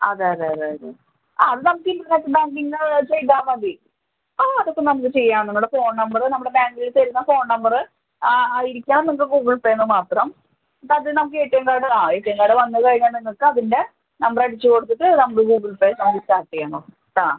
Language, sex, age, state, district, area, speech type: Malayalam, female, 30-45, Kerala, Palakkad, urban, conversation